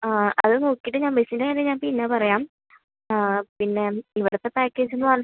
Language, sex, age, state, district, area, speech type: Malayalam, female, 30-45, Kerala, Thrissur, rural, conversation